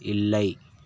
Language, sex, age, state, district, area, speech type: Tamil, male, 18-30, Tamil Nadu, Kallakurichi, urban, read